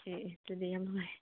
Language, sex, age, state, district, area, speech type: Manipuri, female, 30-45, Manipur, Senapati, urban, conversation